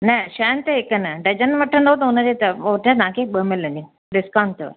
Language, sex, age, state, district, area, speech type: Sindhi, female, 60+, Maharashtra, Thane, urban, conversation